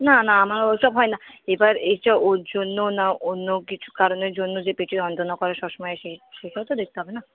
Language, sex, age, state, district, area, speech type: Bengali, female, 30-45, West Bengal, Purba Bardhaman, rural, conversation